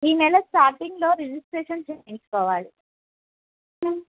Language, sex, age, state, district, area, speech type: Telugu, female, 30-45, Telangana, Bhadradri Kothagudem, urban, conversation